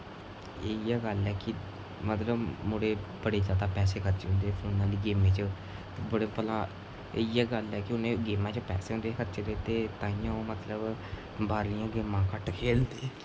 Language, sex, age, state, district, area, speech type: Dogri, male, 18-30, Jammu and Kashmir, Kathua, rural, spontaneous